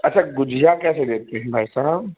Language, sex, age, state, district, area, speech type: Hindi, male, 45-60, Uttar Pradesh, Sitapur, rural, conversation